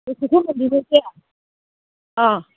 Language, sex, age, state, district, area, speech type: Manipuri, female, 60+, Manipur, Kangpokpi, urban, conversation